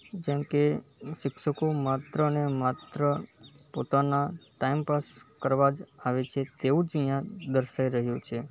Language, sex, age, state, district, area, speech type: Gujarati, male, 18-30, Gujarat, Kutch, urban, spontaneous